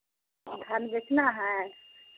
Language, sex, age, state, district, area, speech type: Hindi, female, 30-45, Bihar, Samastipur, rural, conversation